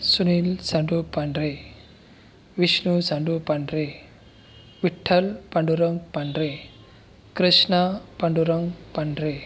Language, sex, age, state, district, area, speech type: Marathi, male, 30-45, Maharashtra, Aurangabad, rural, spontaneous